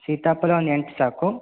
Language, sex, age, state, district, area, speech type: Kannada, male, 18-30, Karnataka, Bagalkot, rural, conversation